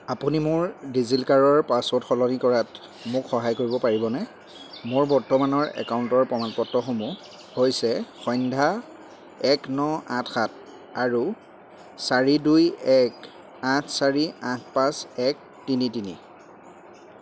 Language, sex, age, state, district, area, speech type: Assamese, male, 30-45, Assam, Jorhat, rural, read